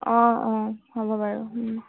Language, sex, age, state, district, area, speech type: Assamese, female, 18-30, Assam, Dhemaji, urban, conversation